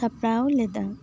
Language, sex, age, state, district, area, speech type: Santali, female, 18-30, West Bengal, Bankura, rural, spontaneous